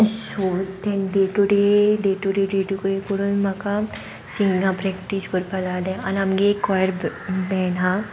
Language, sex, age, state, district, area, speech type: Goan Konkani, female, 18-30, Goa, Sanguem, rural, spontaneous